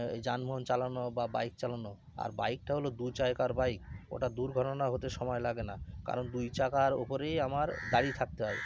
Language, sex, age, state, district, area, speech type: Bengali, male, 30-45, West Bengal, Cooch Behar, urban, spontaneous